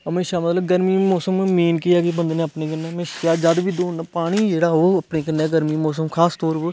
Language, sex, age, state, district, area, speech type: Dogri, male, 18-30, Jammu and Kashmir, Kathua, rural, spontaneous